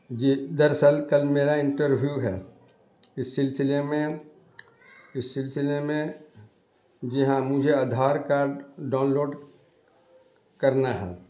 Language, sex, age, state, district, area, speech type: Urdu, male, 60+, Bihar, Gaya, rural, spontaneous